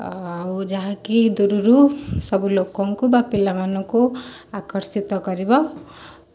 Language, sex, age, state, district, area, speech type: Odia, female, 18-30, Odisha, Kendrapara, urban, spontaneous